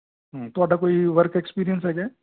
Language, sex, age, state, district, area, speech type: Punjabi, male, 30-45, Punjab, Kapurthala, urban, conversation